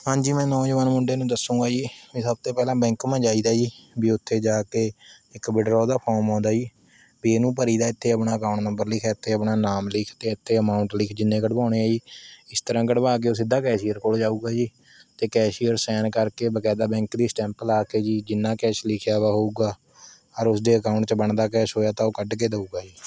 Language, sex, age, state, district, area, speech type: Punjabi, male, 18-30, Punjab, Mohali, rural, spontaneous